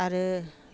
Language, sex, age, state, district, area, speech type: Bodo, female, 45-60, Assam, Kokrajhar, urban, spontaneous